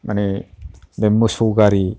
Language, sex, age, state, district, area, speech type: Bodo, male, 45-60, Assam, Kokrajhar, urban, spontaneous